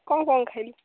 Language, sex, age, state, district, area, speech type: Odia, female, 18-30, Odisha, Jagatsinghpur, rural, conversation